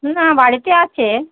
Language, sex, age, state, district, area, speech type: Bengali, female, 30-45, West Bengal, Murshidabad, rural, conversation